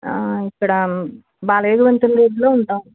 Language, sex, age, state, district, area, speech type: Telugu, female, 45-60, Andhra Pradesh, Eluru, urban, conversation